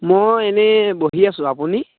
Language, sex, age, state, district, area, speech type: Assamese, male, 18-30, Assam, Dhemaji, rural, conversation